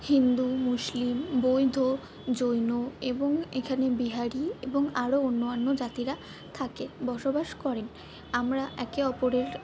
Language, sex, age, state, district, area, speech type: Bengali, female, 45-60, West Bengal, Purba Bardhaman, rural, spontaneous